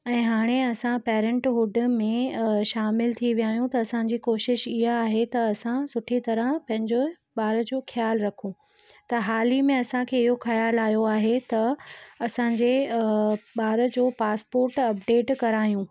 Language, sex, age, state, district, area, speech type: Sindhi, female, 18-30, Gujarat, Kutch, urban, spontaneous